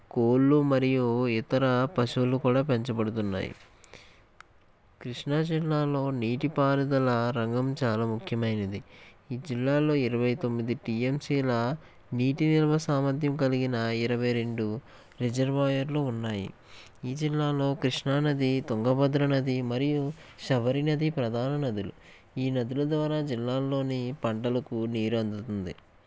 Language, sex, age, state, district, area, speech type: Telugu, male, 30-45, Andhra Pradesh, Krishna, urban, spontaneous